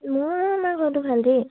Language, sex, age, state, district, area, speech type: Assamese, female, 18-30, Assam, Lakhimpur, rural, conversation